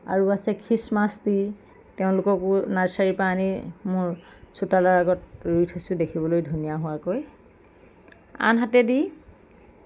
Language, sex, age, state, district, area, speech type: Assamese, female, 45-60, Assam, Lakhimpur, rural, spontaneous